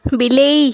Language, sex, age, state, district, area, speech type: Odia, female, 18-30, Odisha, Subarnapur, urban, read